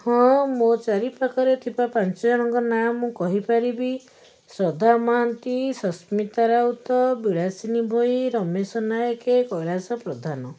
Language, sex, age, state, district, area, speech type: Odia, female, 45-60, Odisha, Puri, urban, spontaneous